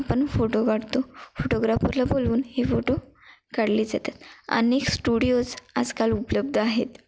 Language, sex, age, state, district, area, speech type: Marathi, female, 18-30, Maharashtra, Kolhapur, rural, spontaneous